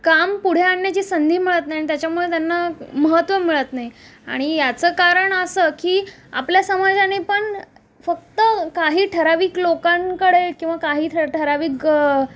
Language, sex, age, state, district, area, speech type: Marathi, female, 30-45, Maharashtra, Mumbai Suburban, urban, spontaneous